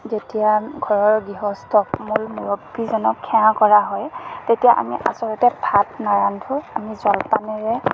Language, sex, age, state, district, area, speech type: Assamese, female, 30-45, Assam, Morigaon, rural, spontaneous